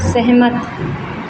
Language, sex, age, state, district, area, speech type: Hindi, female, 18-30, Madhya Pradesh, Seoni, urban, read